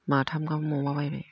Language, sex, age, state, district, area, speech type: Bodo, female, 60+, Assam, Udalguri, rural, spontaneous